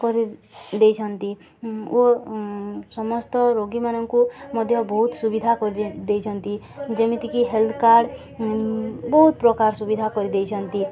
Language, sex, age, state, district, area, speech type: Odia, female, 18-30, Odisha, Subarnapur, urban, spontaneous